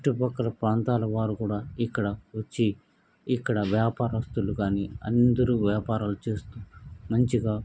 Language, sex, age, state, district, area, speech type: Telugu, male, 45-60, Andhra Pradesh, Krishna, urban, spontaneous